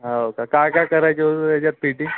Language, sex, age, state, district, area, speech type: Marathi, male, 18-30, Maharashtra, Nagpur, rural, conversation